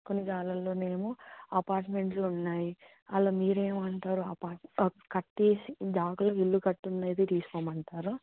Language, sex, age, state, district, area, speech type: Telugu, female, 18-30, Telangana, Hyderabad, urban, conversation